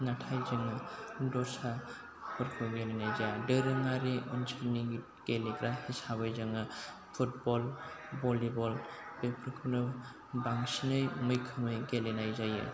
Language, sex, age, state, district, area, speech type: Bodo, male, 30-45, Assam, Chirang, rural, spontaneous